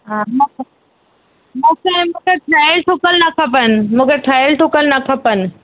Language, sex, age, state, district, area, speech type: Sindhi, female, 30-45, Rajasthan, Ajmer, urban, conversation